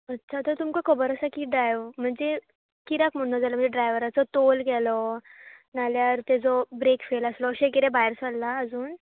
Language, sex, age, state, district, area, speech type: Goan Konkani, female, 18-30, Goa, Bardez, urban, conversation